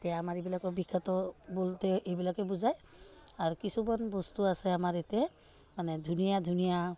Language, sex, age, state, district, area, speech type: Assamese, female, 45-60, Assam, Udalguri, rural, spontaneous